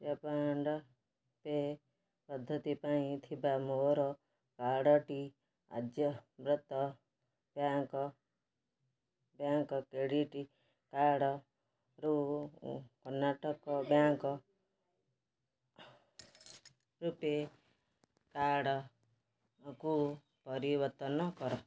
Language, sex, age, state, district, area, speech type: Odia, female, 60+, Odisha, Kendrapara, urban, read